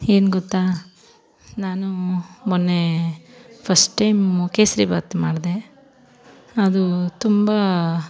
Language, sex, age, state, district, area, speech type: Kannada, female, 30-45, Karnataka, Bangalore Rural, rural, spontaneous